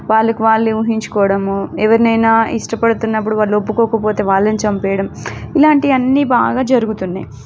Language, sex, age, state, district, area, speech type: Telugu, female, 30-45, Telangana, Warangal, urban, spontaneous